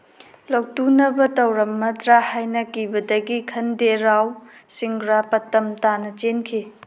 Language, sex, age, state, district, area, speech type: Manipuri, female, 30-45, Manipur, Tengnoupal, rural, read